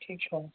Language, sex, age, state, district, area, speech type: Kashmiri, male, 18-30, Jammu and Kashmir, Shopian, rural, conversation